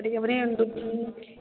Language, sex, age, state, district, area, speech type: Assamese, female, 30-45, Assam, Kamrup Metropolitan, urban, conversation